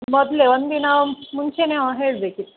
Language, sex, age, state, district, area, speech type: Kannada, female, 30-45, Karnataka, Udupi, rural, conversation